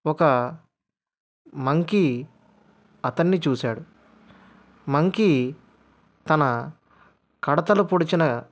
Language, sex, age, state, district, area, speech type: Telugu, male, 30-45, Andhra Pradesh, Anantapur, urban, spontaneous